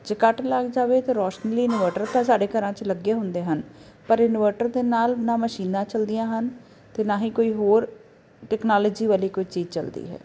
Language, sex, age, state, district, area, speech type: Punjabi, female, 30-45, Punjab, Jalandhar, urban, spontaneous